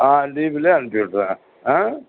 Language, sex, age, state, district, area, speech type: Tamil, male, 60+, Tamil Nadu, Perambalur, rural, conversation